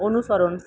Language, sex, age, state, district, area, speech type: Bengali, female, 30-45, West Bengal, Kolkata, urban, read